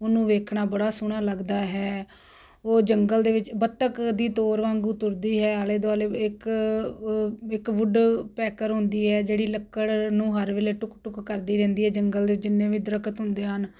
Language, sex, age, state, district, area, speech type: Punjabi, female, 45-60, Punjab, Ludhiana, urban, spontaneous